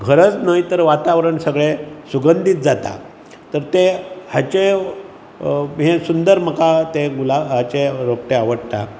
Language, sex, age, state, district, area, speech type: Goan Konkani, male, 60+, Goa, Bardez, urban, spontaneous